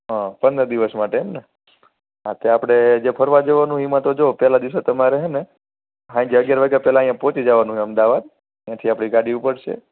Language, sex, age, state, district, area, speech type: Gujarati, male, 18-30, Gujarat, Morbi, urban, conversation